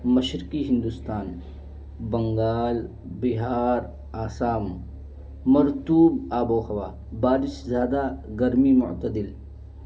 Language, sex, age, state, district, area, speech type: Urdu, male, 18-30, Uttar Pradesh, Balrampur, rural, spontaneous